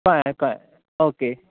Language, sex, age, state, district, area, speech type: Goan Konkani, male, 18-30, Goa, Tiswadi, rural, conversation